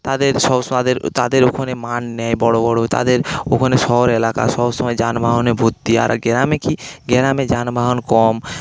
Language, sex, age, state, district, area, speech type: Bengali, male, 30-45, West Bengal, Paschim Medinipur, rural, spontaneous